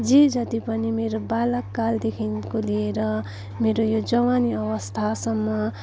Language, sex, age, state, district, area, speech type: Nepali, female, 30-45, West Bengal, Darjeeling, rural, spontaneous